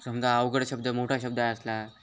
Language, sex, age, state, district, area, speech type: Marathi, male, 18-30, Maharashtra, Hingoli, urban, spontaneous